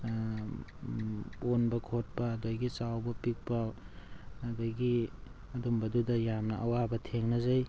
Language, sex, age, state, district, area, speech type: Manipuri, male, 45-60, Manipur, Thoubal, rural, spontaneous